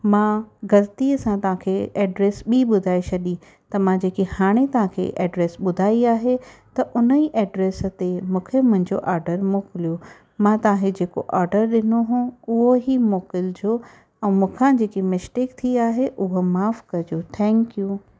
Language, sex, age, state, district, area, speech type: Sindhi, female, 30-45, Maharashtra, Thane, urban, spontaneous